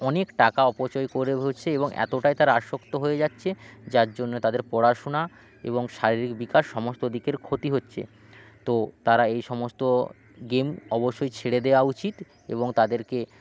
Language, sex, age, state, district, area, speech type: Bengali, male, 18-30, West Bengal, Jalpaiguri, rural, spontaneous